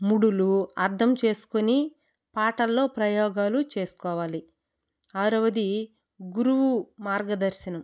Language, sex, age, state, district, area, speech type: Telugu, female, 30-45, Andhra Pradesh, Kadapa, rural, spontaneous